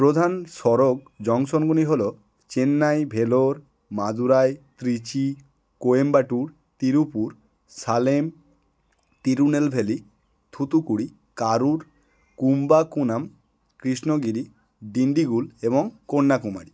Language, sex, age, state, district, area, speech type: Bengali, male, 18-30, West Bengal, Howrah, urban, read